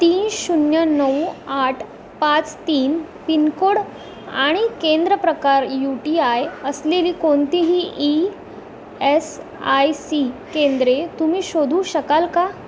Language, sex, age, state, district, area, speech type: Marathi, female, 30-45, Maharashtra, Mumbai Suburban, urban, read